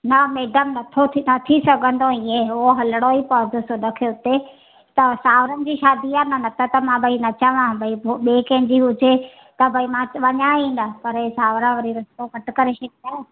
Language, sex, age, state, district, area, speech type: Sindhi, female, 45-60, Gujarat, Ahmedabad, rural, conversation